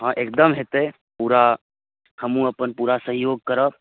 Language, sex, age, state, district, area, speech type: Maithili, male, 18-30, Bihar, Saharsa, rural, conversation